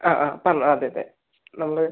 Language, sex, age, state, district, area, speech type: Malayalam, male, 30-45, Kerala, Palakkad, rural, conversation